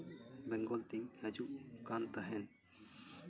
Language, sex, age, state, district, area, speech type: Santali, male, 18-30, West Bengal, Paschim Bardhaman, rural, spontaneous